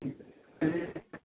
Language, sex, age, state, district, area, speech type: Urdu, male, 18-30, Uttar Pradesh, Balrampur, rural, conversation